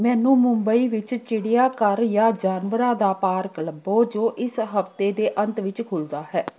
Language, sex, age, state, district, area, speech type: Punjabi, female, 45-60, Punjab, Amritsar, urban, read